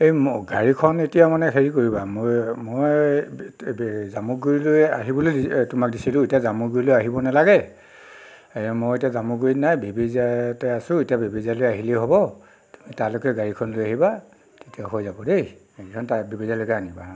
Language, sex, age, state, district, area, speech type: Assamese, male, 30-45, Assam, Nagaon, rural, spontaneous